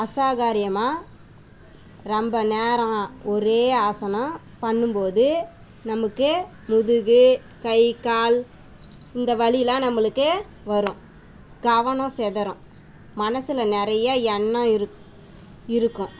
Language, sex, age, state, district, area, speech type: Tamil, female, 30-45, Tamil Nadu, Tiruvannamalai, rural, spontaneous